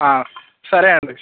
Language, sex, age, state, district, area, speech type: Telugu, male, 18-30, Telangana, Hyderabad, urban, conversation